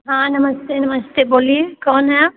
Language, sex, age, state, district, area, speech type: Hindi, female, 45-60, Uttar Pradesh, Azamgarh, rural, conversation